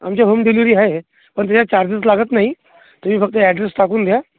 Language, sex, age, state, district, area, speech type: Marathi, male, 30-45, Maharashtra, Yavatmal, urban, conversation